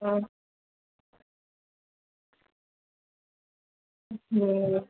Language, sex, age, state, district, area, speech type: Bengali, female, 18-30, West Bengal, Kolkata, urban, conversation